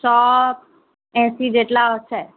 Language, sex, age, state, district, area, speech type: Gujarati, female, 18-30, Gujarat, Surat, rural, conversation